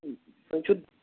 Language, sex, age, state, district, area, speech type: Kashmiri, male, 18-30, Jammu and Kashmir, Pulwama, urban, conversation